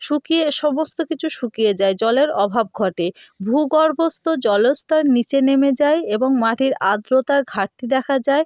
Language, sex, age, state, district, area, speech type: Bengali, female, 18-30, West Bengal, North 24 Parganas, rural, spontaneous